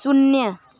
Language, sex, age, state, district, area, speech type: Hindi, female, 18-30, Bihar, Muzaffarpur, rural, read